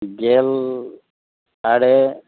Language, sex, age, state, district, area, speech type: Santali, male, 60+, West Bengal, Paschim Bardhaman, urban, conversation